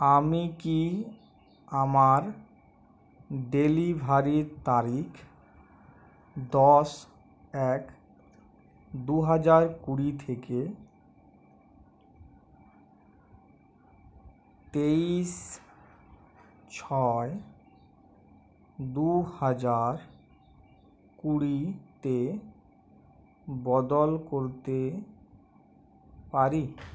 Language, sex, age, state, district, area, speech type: Bengali, male, 18-30, West Bengal, Uttar Dinajpur, rural, read